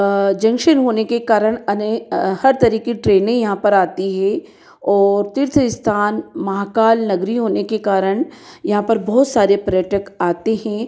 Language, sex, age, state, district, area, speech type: Hindi, female, 45-60, Madhya Pradesh, Ujjain, urban, spontaneous